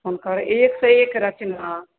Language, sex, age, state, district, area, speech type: Maithili, female, 45-60, Bihar, Supaul, rural, conversation